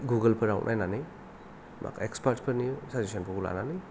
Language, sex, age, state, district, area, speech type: Bodo, male, 30-45, Assam, Kokrajhar, rural, spontaneous